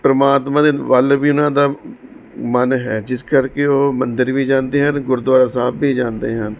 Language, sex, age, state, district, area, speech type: Punjabi, male, 45-60, Punjab, Mohali, urban, spontaneous